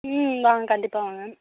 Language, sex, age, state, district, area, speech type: Tamil, female, 18-30, Tamil Nadu, Tiruvarur, rural, conversation